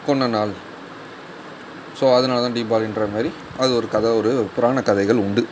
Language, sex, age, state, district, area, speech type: Tamil, male, 18-30, Tamil Nadu, Mayiladuthurai, urban, spontaneous